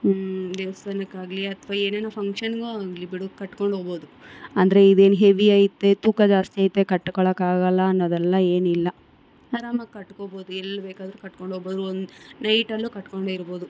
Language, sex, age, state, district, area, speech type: Kannada, female, 18-30, Karnataka, Bangalore Rural, rural, spontaneous